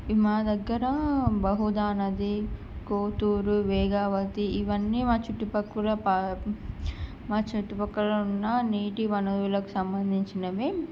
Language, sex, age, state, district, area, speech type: Telugu, female, 18-30, Andhra Pradesh, Srikakulam, urban, spontaneous